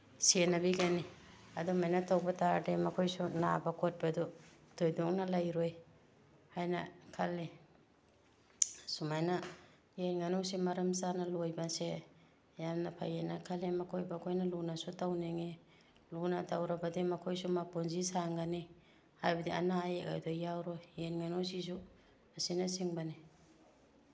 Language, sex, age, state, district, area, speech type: Manipuri, female, 45-60, Manipur, Tengnoupal, rural, spontaneous